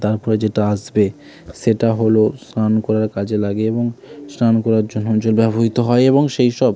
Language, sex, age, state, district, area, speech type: Bengali, male, 30-45, West Bengal, Hooghly, urban, spontaneous